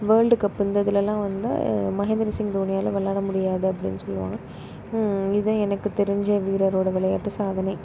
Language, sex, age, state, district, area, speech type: Tamil, female, 30-45, Tamil Nadu, Pudukkottai, rural, spontaneous